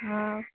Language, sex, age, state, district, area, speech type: Maithili, female, 60+, Bihar, Purnia, rural, conversation